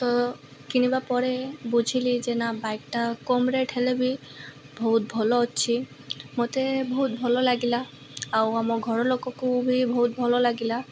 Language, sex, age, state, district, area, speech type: Odia, female, 18-30, Odisha, Malkangiri, urban, spontaneous